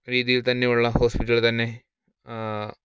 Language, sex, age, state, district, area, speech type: Malayalam, male, 30-45, Kerala, Idukki, rural, spontaneous